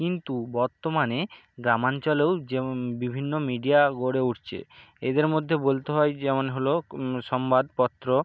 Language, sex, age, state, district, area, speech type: Bengali, male, 60+, West Bengal, Nadia, rural, spontaneous